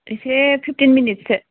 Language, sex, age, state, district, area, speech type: Bodo, female, 18-30, Assam, Kokrajhar, rural, conversation